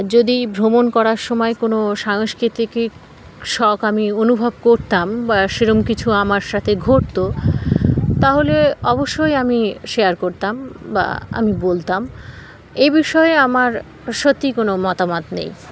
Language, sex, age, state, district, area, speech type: Bengali, female, 30-45, West Bengal, Dakshin Dinajpur, urban, spontaneous